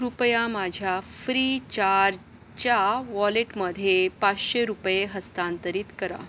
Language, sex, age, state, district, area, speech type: Marathi, female, 30-45, Maharashtra, Yavatmal, urban, read